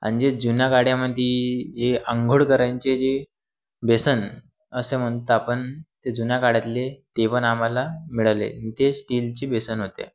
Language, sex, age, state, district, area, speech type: Marathi, male, 18-30, Maharashtra, Wardha, urban, spontaneous